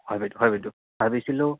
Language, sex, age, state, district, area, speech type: Assamese, male, 18-30, Assam, Goalpara, rural, conversation